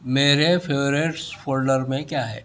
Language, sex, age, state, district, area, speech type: Urdu, male, 60+, Telangana, Hyderabad, urban, read